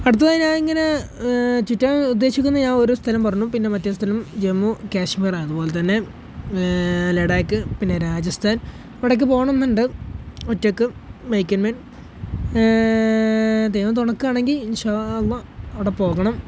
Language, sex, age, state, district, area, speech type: Malayalam, male, 18-30, Kerala, Malappuram, rural, spontaneous